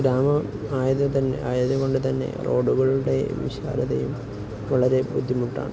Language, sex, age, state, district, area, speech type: Malayalam, male, 18-30, Kerala, Kozhikode, rural, spontaneous